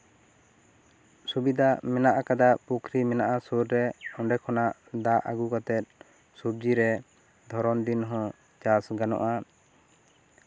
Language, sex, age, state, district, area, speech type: Santali, male, 30-45, West Bengal, Bankura, rural, spontaneous